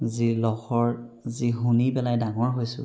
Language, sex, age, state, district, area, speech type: Assamese, male, 30-45, Assam, Golaghat, urban, spontaneous